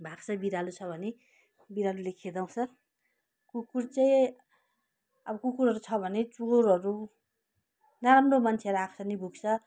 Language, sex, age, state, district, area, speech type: Nepali, female, 30-45, West Bengal, Kalimpong, rural, spontaneous